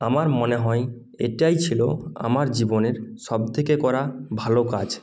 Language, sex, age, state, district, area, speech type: Bengali, male, 18-30, West Bengal, Purba Medinipur, rural, spontaneous